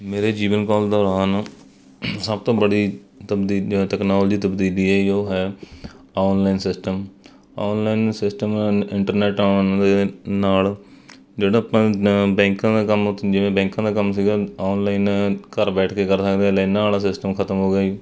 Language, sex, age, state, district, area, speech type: Punjabi, male, 30-45, Punjab, Mohali, rural, spontaneous